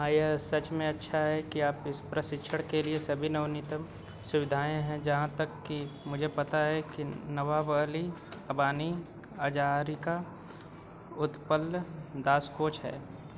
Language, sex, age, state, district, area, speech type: Hindi, male, 30-45, Uttar Pradesh, Azamgarh, rural, read